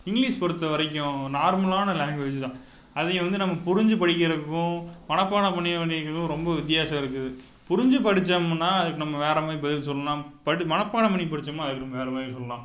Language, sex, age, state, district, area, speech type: Tamil, male, 18-30, Tamil Nadu, Tiruppur, rural, spontaneous